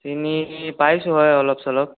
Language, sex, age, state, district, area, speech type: Assamese, male, 18-30, Assam, Sonitpur, rural, conversation